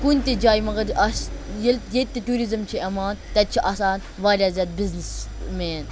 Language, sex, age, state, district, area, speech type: Kashmiri, male, 18-30, Jammu and Kashmir, Kupwara, rural, spontaneous